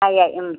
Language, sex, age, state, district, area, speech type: Malayalam, female, 60+, Kerala, Kasaragod, rural, conversation